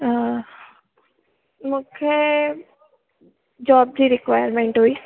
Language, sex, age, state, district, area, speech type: Sindhi, female, 18-30, Gujarat, Surat, urban, conversation